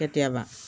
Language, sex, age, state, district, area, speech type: Assamese, female, 60+, Assam, Dhemaji, rural, spontaneous